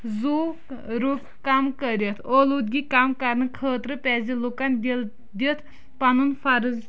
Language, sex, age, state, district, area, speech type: Kashmiri, female, 30-45, Jammu and Kashmir, Kulgam, rural, spontaneous